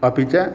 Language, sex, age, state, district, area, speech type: Sanskrit, male, 60+, Karnataka, Uttara Kannada, rural, spontaneous